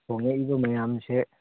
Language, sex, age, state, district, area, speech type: Manipuri, male, 30-45, Manipur, Thoubal, rural, conversation